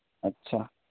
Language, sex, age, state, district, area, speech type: Urdu, male, 18-30, Delhi, East Delhi, urban, conversation